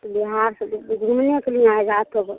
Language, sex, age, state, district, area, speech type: Hindi, female, 45-60, Bihar, Madhepura, rural, conversation